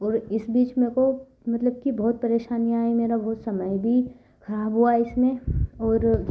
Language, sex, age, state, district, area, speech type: Hindi, female, 18-30, Madhya Pradesh, Ujjain, rural, spontaneous